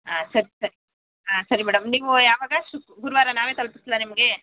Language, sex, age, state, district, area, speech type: Kannada, female, 30-45, Karnataka, Mandya, rural, conversation